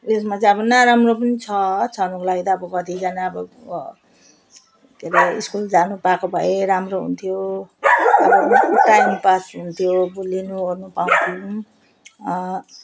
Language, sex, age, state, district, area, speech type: Nepali, female, 60+, West Bengal, Jalpaiguri, rural, spontaneous